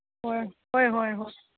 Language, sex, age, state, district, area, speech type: Manipuri, female, 60+, Manipur, Imphal East, rural, conversation